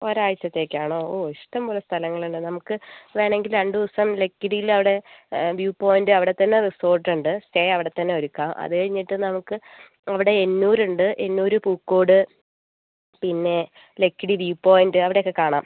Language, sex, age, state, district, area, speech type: Malayalam, female, 45-60, Kerala, Wayanad, rural, conversation